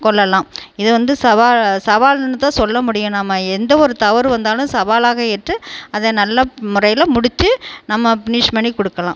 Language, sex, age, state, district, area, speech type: Tamil, female, 45-60, Tamil Nadu, Tiruchirappalli, rural, spontaneous